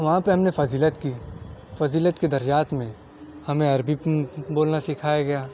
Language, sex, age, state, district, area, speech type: Urdu, male, 18-30, Delhi, South Delhi, urban, spontaneous